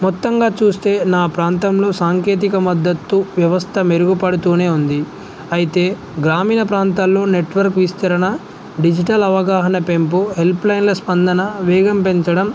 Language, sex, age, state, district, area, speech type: Telugu, male, 18-30, Telangana, Jangaon, rural, spontaneous